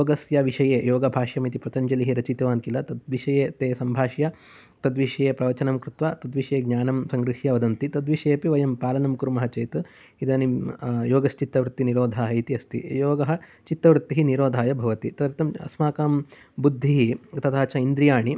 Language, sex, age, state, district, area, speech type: Sanskrit, male, 18-30, Karnataka, Mysore, urban, spontaneous